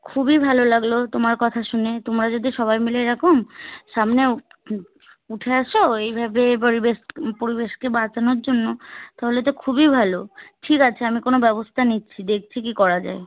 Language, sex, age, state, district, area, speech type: Bengali, female, 18-30, West Bengal, Birbhum, urban, conversation